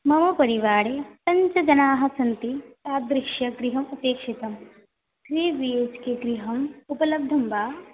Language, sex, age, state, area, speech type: Sanskrit, female, 18-30, Assam, rural, conversation